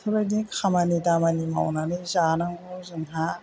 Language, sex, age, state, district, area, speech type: Bodo, female, 60+, Assam, Chirang, rural, spontaneous